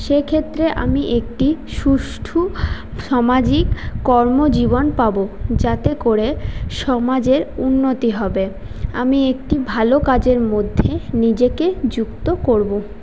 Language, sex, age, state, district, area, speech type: Bengali, female, 30-45, West Bengal, Paschim Bardhaman, urban, spontaneous